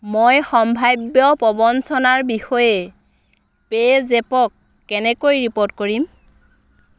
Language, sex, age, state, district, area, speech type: Assamese, female, 30-45, Assam, Biswanath, rural, read